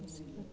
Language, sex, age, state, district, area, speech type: Sindhi, female, 60+, Delhi, South Delhi, urban, spontaneous